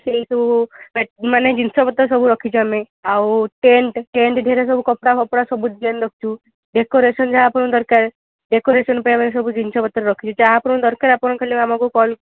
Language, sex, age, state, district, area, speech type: Odia, female, 18-30, Odisha, Rayagada, rural, conversation